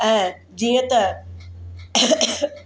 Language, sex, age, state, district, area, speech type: Sindhi, female, 60+, Maharashtra, Mumbai Suburban, urban, spontaneous